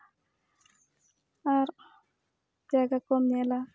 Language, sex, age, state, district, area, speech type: Santali, female, 30-45, West Bengal, Jhargram, rural, spontaneous